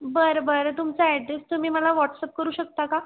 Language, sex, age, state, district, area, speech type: Marathi, female, 18-30, Maharashtra, Buldhana, rural, conversation